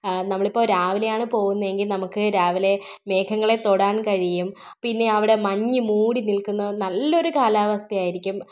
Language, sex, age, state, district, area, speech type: Malayalam, female, 30-45, Kerala, Thiruvananthapuram, rural, spontaneous